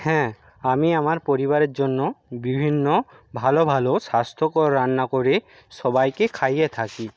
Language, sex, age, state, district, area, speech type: Bengali, male, 60+, West Bengal, Jhargram, rural, spontaneous